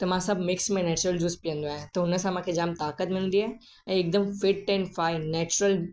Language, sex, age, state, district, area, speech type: Sindhi, male, 18-30, Gujarat, Kutch, rural, spontaneous